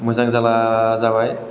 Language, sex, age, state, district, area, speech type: Bodo, male, 18-30, Assam, Chirang, urban, spontaneous